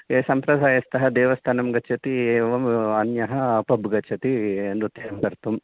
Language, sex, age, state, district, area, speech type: Sanskrit, male, 45-60, Karnataka, Bangalore Urban, urban, conversation